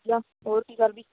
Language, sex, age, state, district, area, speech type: Punjabi, female, 18-30, Punjab, Hoshiarpur, rural, conversation